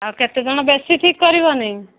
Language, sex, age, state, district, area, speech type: Odia, female, 45-60, Odisha, Angul, rural, conversation